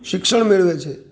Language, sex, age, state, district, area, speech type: Gujarati, male, 45-60, Gujarat, Amreli, rural, spontaneous